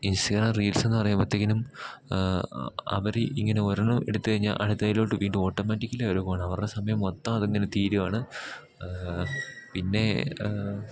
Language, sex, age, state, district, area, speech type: Malayalam, male, 18-30, Kerala, Idukki, rural, spontaneous